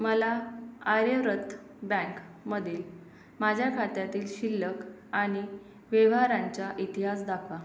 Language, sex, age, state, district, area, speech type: Marathi, female, 18-30, Maharashtra, Akola, urban, read